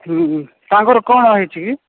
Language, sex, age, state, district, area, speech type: Odia, male, 45-60, Odisha, Nabarangpur, rural, conversation